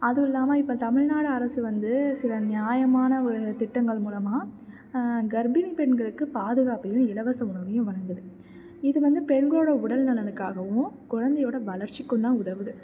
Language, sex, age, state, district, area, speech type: Tamil, female, 18-30, Tamil Nadu, Tiruchirappalli, rural, spontaneous